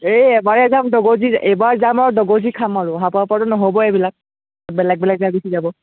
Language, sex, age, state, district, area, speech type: Assamese, male, 30-45, Assam, Biswanath, rural, conversation